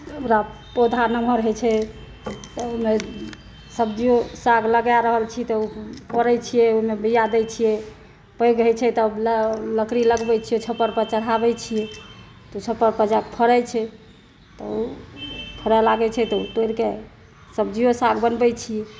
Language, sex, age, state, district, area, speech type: Maithili, female, 60+, Bihar, Saharsa, rural, spontaneous